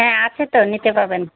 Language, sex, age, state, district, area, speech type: Bengali, female, 45-60, West Bengal, Alipurduar, rural, conversation